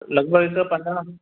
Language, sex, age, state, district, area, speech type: Sindhi, male, 30-45, Maharashtra, Mumbai Suburban, urban, conversation